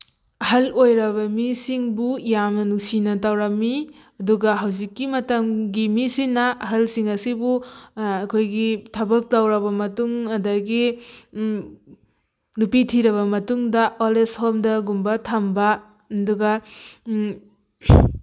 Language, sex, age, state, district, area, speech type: Manipuri, female, 18-30, Manipur, Thoubal, rural, spontaneous